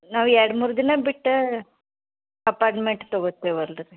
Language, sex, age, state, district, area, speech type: Kannada, female, 60+, Karnataka, Belgaum, rural, conversation